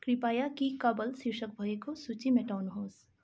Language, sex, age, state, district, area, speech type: Nepali, female, 18-30, West Bengal, Darjeeling, rural, read